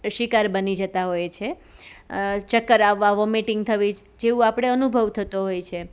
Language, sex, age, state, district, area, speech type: Gujarati, female, 30-45, Gujarat, Rajkot, urban, spontaneous